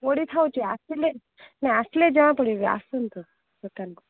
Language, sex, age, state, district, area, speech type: Odia, female, 30-45, Odisha, Koraput, urban, conversation